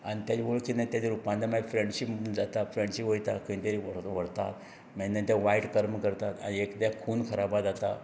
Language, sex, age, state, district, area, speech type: Goan Konkani, male, 60+, Goa, Canacona, rural, spontaneous